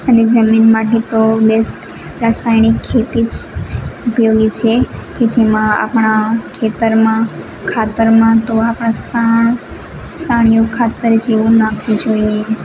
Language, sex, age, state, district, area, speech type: Gujarati, female, 18-30, Gujarat, Narmada, rural, spontaneous